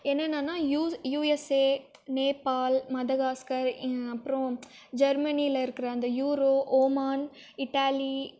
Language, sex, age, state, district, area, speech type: Tamil, female, 18-30, Tamil Nadu, Krishnagiri, rural, spontaneous